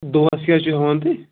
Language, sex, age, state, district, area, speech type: Kashmiri, male, 30-45, Jammu and Kashmir, Pulwama, rural, conversation